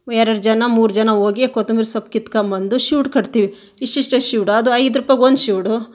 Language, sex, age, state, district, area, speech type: Kannada, female, 45-60, Karnataka, Chitradurga, rural, spontaneous